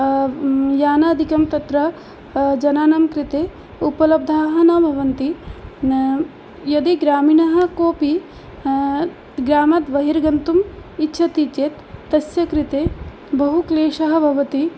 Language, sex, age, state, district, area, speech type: Sanskrit, female, 18-30, Assam, Biswanath, rural, spontaneous